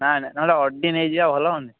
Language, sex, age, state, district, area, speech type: Odia, male, 18-30, Odisha, Jagatsinghpur, urban, conversation